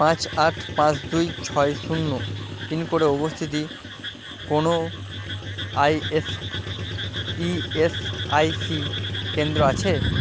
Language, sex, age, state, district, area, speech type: Bengali, male, 45-60, West Bengal, Purba Bardhaman, rural, read